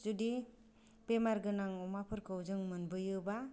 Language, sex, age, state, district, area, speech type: Bodo, female, 18-30, Assam, Kokrajhar, rural, spontaneous